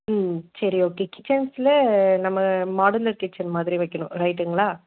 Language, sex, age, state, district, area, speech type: Tamil, female, 30-45, Tamil Nadu, Mayiladuthurai, urban, conversation